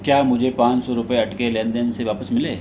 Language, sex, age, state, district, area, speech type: Hindi, male, 60+, Rajasthan, Jodhpur, urban, read